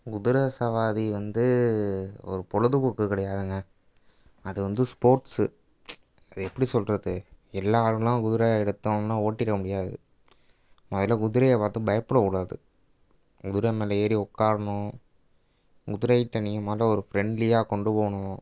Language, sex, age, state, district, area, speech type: Tamil, male, 18-30, Tamil Nadu, Thanjavur, rural, spontaneous